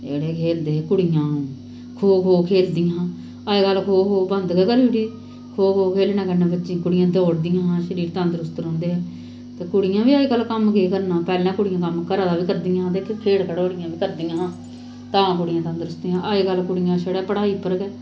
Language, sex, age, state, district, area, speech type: Dogri, female, 30-45, Jammu and Kashmir, Samba, rural, spontaneous